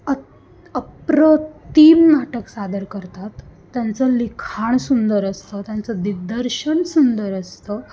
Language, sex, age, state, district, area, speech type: Marathi, female, 18-30, Maharashtra, Sangli, urban, spontaneous